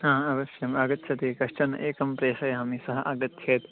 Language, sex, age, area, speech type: Sanskrit, male, 18-30, rural, conversation